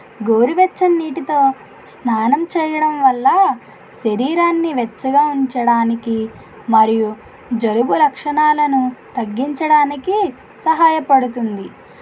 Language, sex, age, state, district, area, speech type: Telugu, female, 30-45, Andhra Pradesh, East Godavari, rural, spontaneous